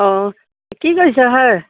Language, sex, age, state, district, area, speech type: Assamese, female, 60+, Assam, Dibrugarh, rural, conversation